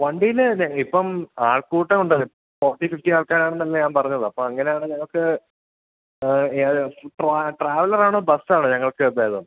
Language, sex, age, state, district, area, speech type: Malayalam, male, 18-30, Kerala, Idukki, rural, conversation